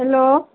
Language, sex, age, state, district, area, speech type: Assamese, female, 45-60, Assam, Nagaon, rural, conversation